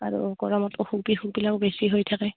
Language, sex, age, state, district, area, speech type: Assamese, female, 30-45, Assam, Goalpara, rural, conversation